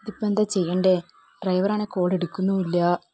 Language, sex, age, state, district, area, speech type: Malayalam, female, 18-30, Kerala, Kannur, rural, spontaneous